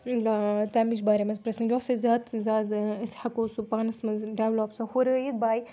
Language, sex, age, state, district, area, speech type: Kashmiri, female, 18-30, Jammu and Kashmir, Srinagar, urban, spontaneous